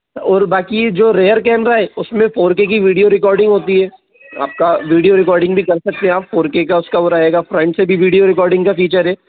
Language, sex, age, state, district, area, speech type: Hindi, male, 18-30, Madhya Pradesh, Bhopal, urban, conversation